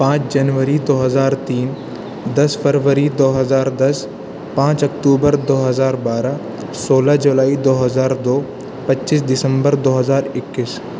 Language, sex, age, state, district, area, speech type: Urdu, male, 18-30, Uttar Pradesh, Aligarh, urban, spontaneous